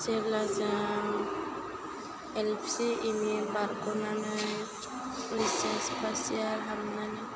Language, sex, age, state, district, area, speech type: Bodo, female, 18-30, Assam, Chirang, rural, spontaneous